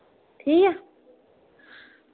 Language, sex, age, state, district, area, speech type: Dogri, female, 18-30, Jammu and Kashmir, Reasi, rural, conversation